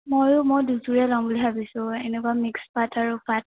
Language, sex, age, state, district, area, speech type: Assamese, female, 18-30, Assam, Sonitpur, rural, conversation